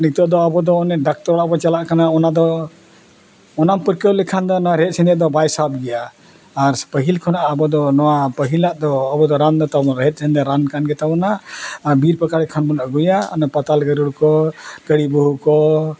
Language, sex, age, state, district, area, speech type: Santali, male, 60+, Odisha, Mayurbhanj, rural, spontaneous